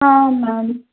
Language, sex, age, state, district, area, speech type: Kannada, female, 18-30, Karnataka, Chitradurga, rural, conversation